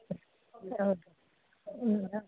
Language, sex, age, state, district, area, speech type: Kannada, female, 60+, Karnataka, Dakshina Kannada, rural, conversation